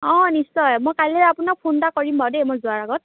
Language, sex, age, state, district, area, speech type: Assamese, female, 18-30, Assam, Dhemaji, urban, conversation